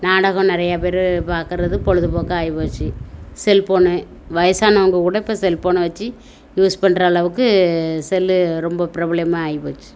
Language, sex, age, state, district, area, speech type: Tamil, female, 45-60, Tamil Nadu, Thoothukudi, rural, spontaneous